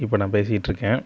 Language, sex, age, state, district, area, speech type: Tamil, male, 30-45, Tamil Nadu, Pudukkottai, rural, spontaneous